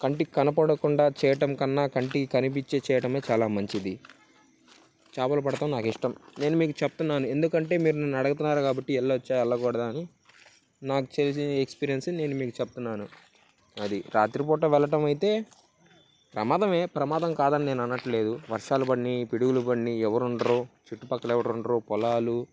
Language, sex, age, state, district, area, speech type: Telugu, male, 18-30, Andhra Pradesh, Bapatla, urban, spontaneous